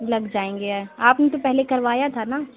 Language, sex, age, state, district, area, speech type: Urdu, female, 60+, Uttar Pradesh, Lucknow, urban, conversation